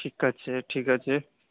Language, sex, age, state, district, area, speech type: Bengali, male, 18-30, West Bengal, Darjeeling, urban, conversation